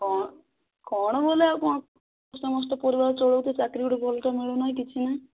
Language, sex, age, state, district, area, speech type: Odia, female, 45-60, Odisha, Kandhamal, rural, conversation